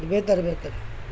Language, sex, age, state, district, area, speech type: Urdu, male, 18-30, Bihar, Madhubani, rural, spontaneous